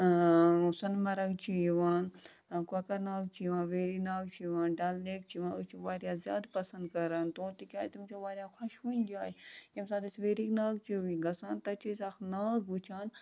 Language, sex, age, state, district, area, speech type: Kashmiri, female, 30-45, Jammu and Kashmir, Budgam, rural, spontaneous